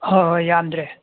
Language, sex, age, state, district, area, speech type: Manipuri, male, 60+, Manipur, Imphal East, rural, conversation